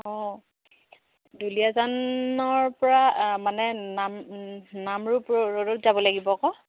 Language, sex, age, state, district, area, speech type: Assamese, female, 45-60, Assam, Dibrugarh, rural, conversation